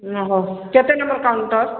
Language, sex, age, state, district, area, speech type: Odia, female, 45-60, Odisha, Sambalpur, rural, conversation